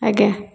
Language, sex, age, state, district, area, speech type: Odia, female, 30-45, Odisha, Puri, urban, spontaneous